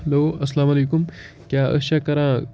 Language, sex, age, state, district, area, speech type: Kashmiri, male, 18-30, Jammu and Kashmir, Kupwara, rural, spontaneous